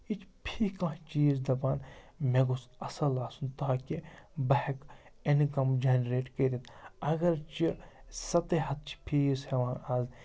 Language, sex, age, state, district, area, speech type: Kashmiri, male, 30-45, Jammu and Kashmir, Srinagar, urban, spontaneous